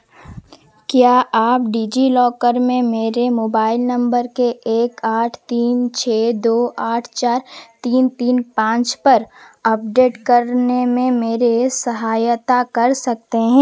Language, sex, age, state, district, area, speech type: Hindi, female, 18-30, Madhya Pradesh, Seoni, urban, read